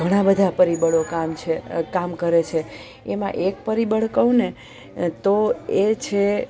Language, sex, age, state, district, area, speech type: Gujarati, female, 45-60, Gujarat, Junagadh, urban, spontaneous